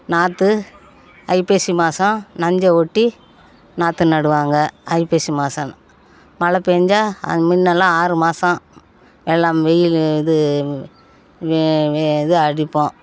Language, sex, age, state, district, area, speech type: Tamil, female, 60+, Tamil Nadu, Perambalur, rural, spontaneous